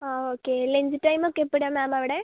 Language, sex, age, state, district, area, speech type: Malayalam, female, 18-30, Kerala, Wayanad, rural, conversation